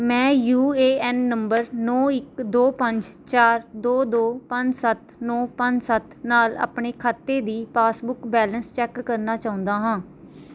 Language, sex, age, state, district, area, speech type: Punjabi, female, 18-30, Punjab, Barnala, urban, read